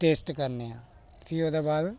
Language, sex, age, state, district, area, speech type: Dogri, male, 18-30, Jammu and Kashmir, Reasi, rural, spontaneous